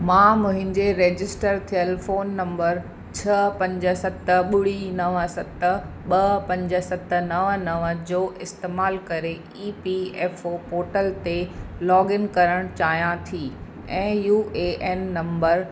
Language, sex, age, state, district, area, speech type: Sindhi, female, 45-60, Maharashtra, Mumbai Suburban, urban, read